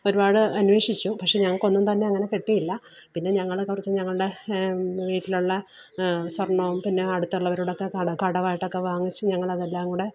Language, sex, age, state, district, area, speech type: Malayalam, female, 45-60, Kerala, Alappuzha, rural, spontaneous